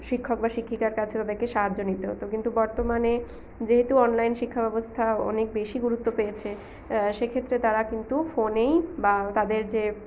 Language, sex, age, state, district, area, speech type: Bengali, female, 45-60, West Bengal, Purulia, urban, spontaneous